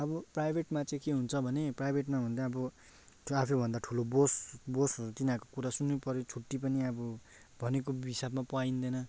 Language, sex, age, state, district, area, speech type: Nepali, male, 18-30, West Bengal, Darjeeling, urban, spontaneous